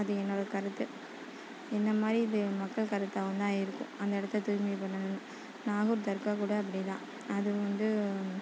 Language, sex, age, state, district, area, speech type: Tamil, female, 30-45, Tamil Nadu, Nagapattinam, rural, spontaneous